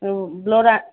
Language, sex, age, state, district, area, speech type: Odia, female, 45-60, Odisha, Sambalpur, rural, conversation